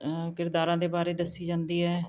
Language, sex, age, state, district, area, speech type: Punjabi, female, 45-60, Punjab, Mohali, urban, spontaneous